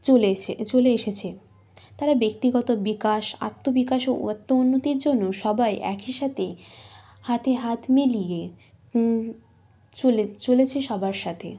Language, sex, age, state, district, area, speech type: Bengali, female, 18-30, West Bengal, Birbhum, urban, spontaneous